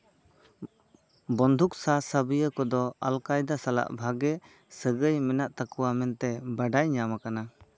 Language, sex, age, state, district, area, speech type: Santali, male, 18-30, West Bengal, Bankura, rural, read